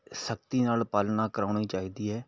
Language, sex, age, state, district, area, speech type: Punjabi, male, 30-45, Punjab, Patiala, rural, spontaneous